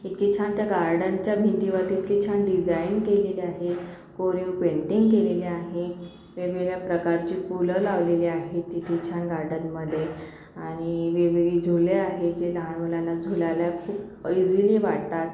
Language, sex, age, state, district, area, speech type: Marathi, female, 30-45, Maharashtra, Akola, urban, spontaneous